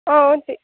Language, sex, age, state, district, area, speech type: Nepali, female, 18-30, West Bengal, Alipurduar, urban, conversation